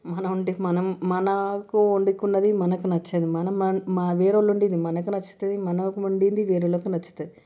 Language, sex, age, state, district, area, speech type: Telugu, female, 30-45, Telangana, Medchal, urban, spontaneous